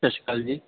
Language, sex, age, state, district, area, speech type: Punjabi, male, 18-30, Punjab, Bathinda, rural, conversation